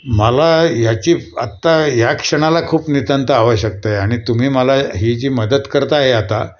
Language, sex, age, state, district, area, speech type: Marathi, male, 60+, Maharashtra, Nashik, urban, spontaneous